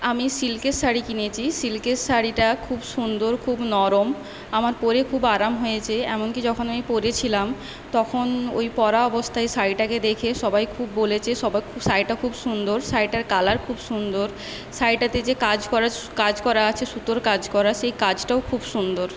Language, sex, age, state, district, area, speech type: Bengali, female, 18-30, West Bengal, Paschim Medinipur, rural, spontaneous